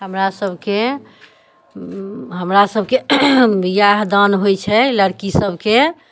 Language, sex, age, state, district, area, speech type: Maithili, female, 45-60, Bihar, Muzaffarpur, rural, spontaneous